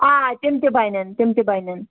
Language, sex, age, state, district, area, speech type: Kashmiri, female, 18-30, Jammu and Kashmir, Anantnag, rural, conversation